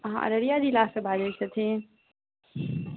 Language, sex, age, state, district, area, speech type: Maithili, female, 18-30, Bihar, Araria, rural, conversation